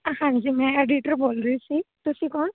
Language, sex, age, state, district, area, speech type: Punjabi, female, 18-30, Punjab, Fazilka, rural, conversation